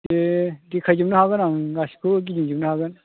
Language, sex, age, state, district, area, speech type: Bodo, male, 45-60, Assam, Chirang, rural, conversation